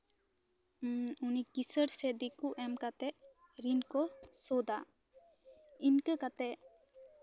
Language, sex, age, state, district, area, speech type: Santali, female, 18-30, West Bengal, Bankura, rural, spontaneous